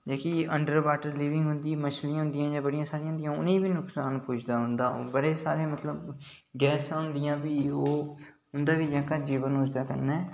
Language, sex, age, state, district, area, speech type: Dogri, male, 18-30, Jammu and Kashmir, Udhampur, rural, spontaneous